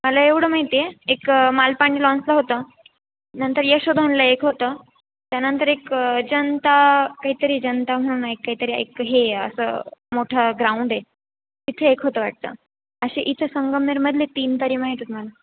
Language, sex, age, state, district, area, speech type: Marathi, female, 18-30, Maharashtra, Ahmednagar, urban, conversation